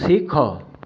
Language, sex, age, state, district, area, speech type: Odia, male, 60+, Odisha, Bargarh, rural, read